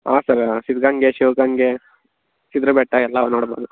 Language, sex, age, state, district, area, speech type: Kannada, male, 60+, Karnataka, Tumkur, rural, conversation